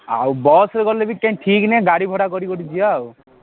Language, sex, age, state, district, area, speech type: Odia, male, 30-45, Odisha, Ganjam, urban, conversation